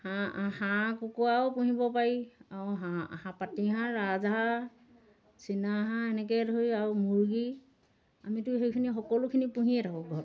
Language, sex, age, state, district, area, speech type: Assamese, female, 60+, Assam, Golaghat, rural, spontaneous